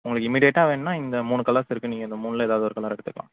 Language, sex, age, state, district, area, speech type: Tamil, male, 18-30, Tamil Nadu, Mayiladuthurai, rural, conversation